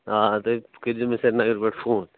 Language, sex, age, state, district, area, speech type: Kashmiri, male, 30-45, Jammu and Kashmir, Bandipora, rural, conversation